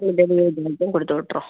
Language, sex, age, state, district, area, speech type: Tamil, female, 30-45, Tamil Nadu, Pudukkottai, rural, conversation